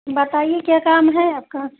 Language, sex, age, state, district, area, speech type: Hindi, female, 45-60, Uttar Pradesh, Ayodhya, rural, conversation